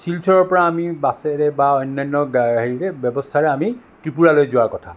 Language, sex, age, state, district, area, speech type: Assamese, male, 60+, Assam, Sonitpur, urban, spontaneous